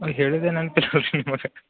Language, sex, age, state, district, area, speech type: Kannada, male, 18-30, Karnataka, Gulbarga, urban, conversation